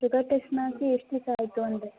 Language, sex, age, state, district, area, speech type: Kannada, female, 18-30, Karnataka, Kolar, rural, conversation